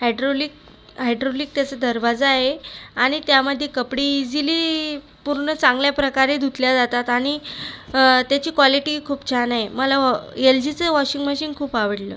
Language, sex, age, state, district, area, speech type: Marathi, female, 18-30, Maharashtra, Buldhana, rural, spontaneous